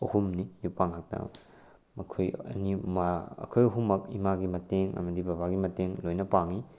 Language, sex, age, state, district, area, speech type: Manipuri, male, 18-30, Manipur, Tengnoupal, rural, spontaneous